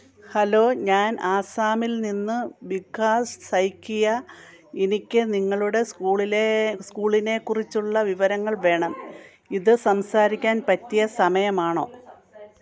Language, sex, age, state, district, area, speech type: Malayalam, female, 45-60, Kerala, Kottayam, rural, read